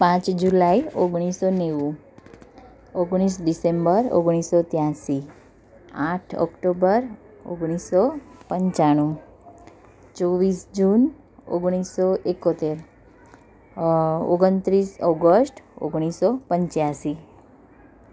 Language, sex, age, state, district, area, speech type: Gujarati, female, 30-45, Gujarat, Surat, urban, spontaneous